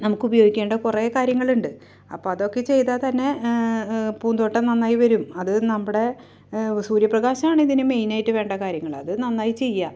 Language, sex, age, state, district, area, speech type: Malayalam, female, 30-45, Kerala, Thrissur, urban, spontaneous